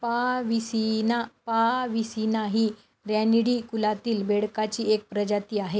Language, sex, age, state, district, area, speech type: Marathi, female, 30-45, Maharashtra, Nanded, urban, read